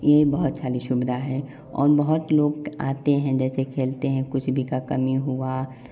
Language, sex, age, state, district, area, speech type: Hindi, male, 18-30, Bihar, Samastipur, rural, spontaneous